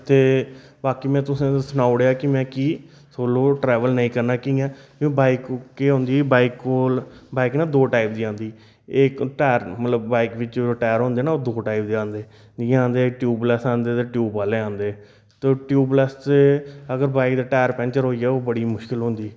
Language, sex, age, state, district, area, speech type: Dogri, male, 30-45, Jammu and Kashmir, Reasi, urban, spontaneous